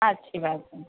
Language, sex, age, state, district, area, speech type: Urdu, female, 30-45, Telangana, Hyderabad, urban, conversation